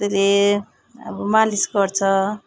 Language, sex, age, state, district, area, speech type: Nepali, female, 30-45, West Bengal, Darjeeling, rural, spontaneous